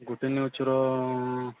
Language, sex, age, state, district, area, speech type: Odia, male, 18-30, Odisha, Nuapada, urban, conversation